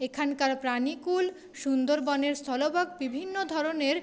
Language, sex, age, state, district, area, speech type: Bengali, female, 30-45, West Bengal, Paschim Bardhaman, urban, spontaneous